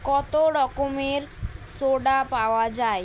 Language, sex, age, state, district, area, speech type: Bengali, female, 30-45, West Bengal, Kolkata, urban, read